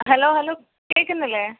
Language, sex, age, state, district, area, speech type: Malayalam, female, 30-45, Kerala, Malappuram, rural, conversation